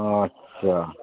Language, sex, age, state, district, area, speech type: Bengali, male, 60+, West Bengal, Hooghly, rural, conversation